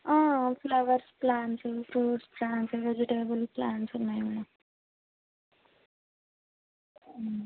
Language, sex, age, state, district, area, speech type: Telugu, female, 30-45, Andhra Pradesh, Kurnool, rural, conversation